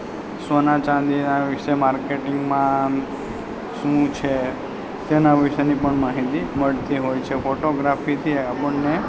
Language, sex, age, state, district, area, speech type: Gujarati, male, 30-45, Gujarat, Valsad, rural, spontaneous